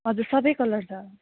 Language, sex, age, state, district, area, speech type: Nepali, female, 18-30, West Bengal, Kalimpong, rural, conversation